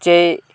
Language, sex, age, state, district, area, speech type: Nepali, male, 18-30, West Bengal, Kalimpong, rural, spontaneous